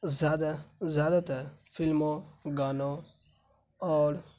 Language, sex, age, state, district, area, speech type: Urdu, male, 18-30, Bihar, Saharsa, rural, spontaneous